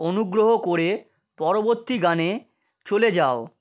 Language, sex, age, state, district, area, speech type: Bengali, male, 30-45, West Bengal, South 24 Parganas, rural, read